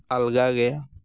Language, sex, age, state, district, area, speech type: Santali, male, 30-45, West Bengal, Jhargram, rural, spontaneous